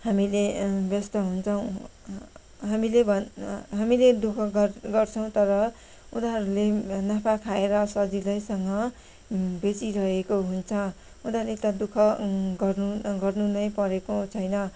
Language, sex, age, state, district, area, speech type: Nepali, female, 30-45, West Bengal, Kalimpong, rural, spontaneous